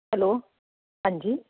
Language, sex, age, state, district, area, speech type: Punjabi, female, 45-60, Punjab, Jalandhar, urban, conversation